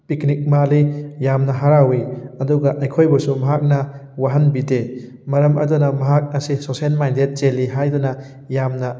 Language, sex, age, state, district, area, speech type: Manipuri, male, 18-30, Manipur, Thoubal, rural, spontaneous